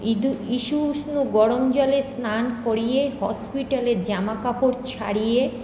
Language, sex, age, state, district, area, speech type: Bengali, female, 30-45, West Bengal, Paschim Bardhaman, urban, spontaneous